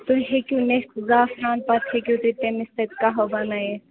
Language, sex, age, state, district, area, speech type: Kashmiri, female, 30-45, Jammu and Kashmir, Bandipora, rural, conversation